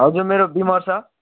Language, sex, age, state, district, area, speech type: Nepali, male, 18-30, West Bengal, Kalimpong, rural, conversation